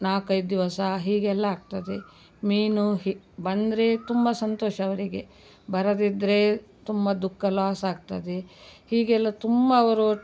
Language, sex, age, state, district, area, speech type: Kannada, female, 60+, Karnataka, Udupi, rural, spontaneous